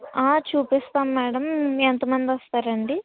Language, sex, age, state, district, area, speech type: Telugu, female, 60+, Andhra Pradesh, Kakinada, rural, conversation